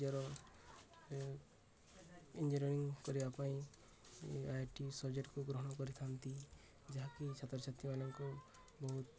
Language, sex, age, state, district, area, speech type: Odia, male, 18-30, Odisha, Subarnapur, urban, spontaneous